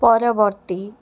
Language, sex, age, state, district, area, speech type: Odia, female, 18-30, Odisha, Balasore, rural, read